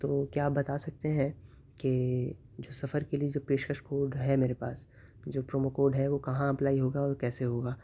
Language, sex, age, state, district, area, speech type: Urdu, male, 30-45, Uttar Pradesh, Gautam Buddha Nagar, urban, spontaneous